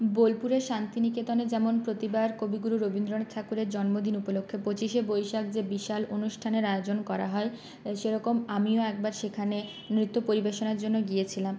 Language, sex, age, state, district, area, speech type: Bengali, female, 30-45, West Bengal, Purulia, rural, spontaneous